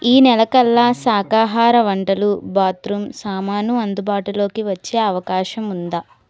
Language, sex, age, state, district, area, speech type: Telugu, female, 30-45, Andhra Pradesh, Kakinada, urban, read